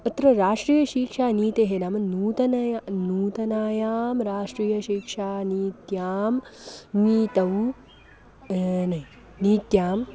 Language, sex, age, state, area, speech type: Sanskrit, female, 18-30, Goa, rural, spontaneous